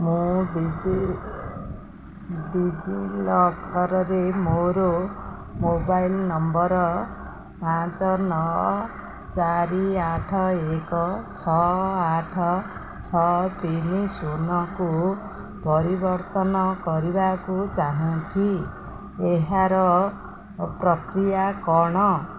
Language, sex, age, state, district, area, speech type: Odia, female, 45-60, Odisha, Sundergarh, urban, read